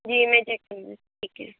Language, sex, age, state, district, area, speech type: Urdu, female, 18-30, Delhi, Central Delhi, urban, conversation